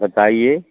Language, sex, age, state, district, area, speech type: Hindi, male, 60+, Uttar Pradesh, Bhadohi, rural, conversation